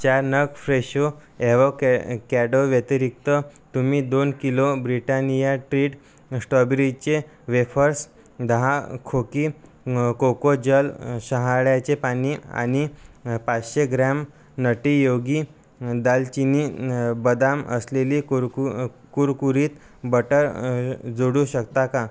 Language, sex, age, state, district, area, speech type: Marathi, male, 18-30, Maharashtra, Amravati, rural, read